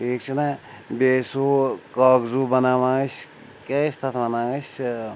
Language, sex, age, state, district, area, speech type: Kashmiri, male, 45-60, Jammu and Kashmir, Srinagar, urban, spontaneous